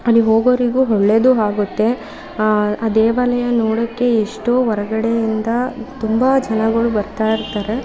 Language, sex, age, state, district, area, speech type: Kannada, female, 18-30, Karnataka, Mandya, rural, spontaneous